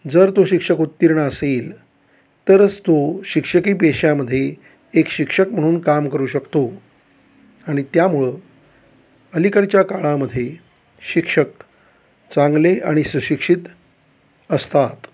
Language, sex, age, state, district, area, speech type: Marathi, male, 45-60, Maharashtra, Satara, rural, spontaneous